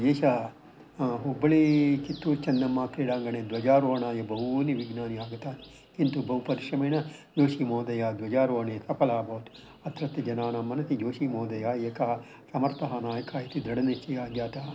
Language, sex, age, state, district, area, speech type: Sanskrit, male, 60+, Karnataka, Bangalore Urban, urban, spontaneous